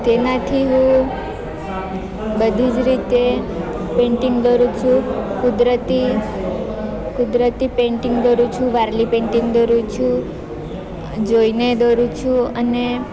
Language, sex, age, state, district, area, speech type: Gujarati, female, 18-30, Gujarat, Valsad, rural, spontaneous